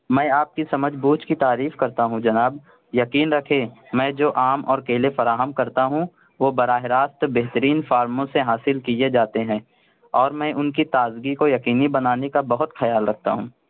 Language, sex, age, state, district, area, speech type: Urdu, male, 60+, Maharashtra, Nashik, urban, conversation